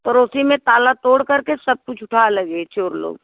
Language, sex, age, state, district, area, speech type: Hindi, female, 60+, Uttar Pradesh, Jaunpur, urban, conversation